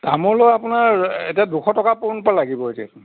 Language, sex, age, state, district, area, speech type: Assamese, male, 30-45, Assam, Nagaon, rural, conversation